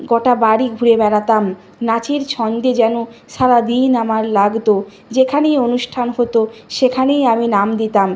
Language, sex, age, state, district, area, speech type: Bengali, female, 30-45, West Bengal, Nadia, rural, spontaneous